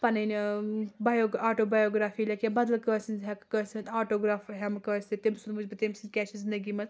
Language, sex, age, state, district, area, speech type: Kashmiri, female, 18-30, Jammu and Kashmir, Anantnag, urban, spontaneous